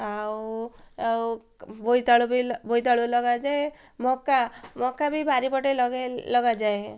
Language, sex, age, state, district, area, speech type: Odia, female, 18-30, Odisha, Ganjam, urban, spontaneous